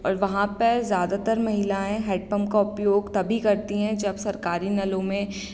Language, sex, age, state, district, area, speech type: Hindi, female, 18-30, Madhya Pradesh, Hoshangabad, rural, spontaneous